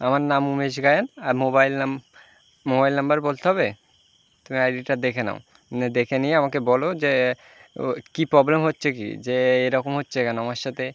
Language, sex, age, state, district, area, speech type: Bengali, male, 18-30, West Bengal, Birbhum, urban, spontaneous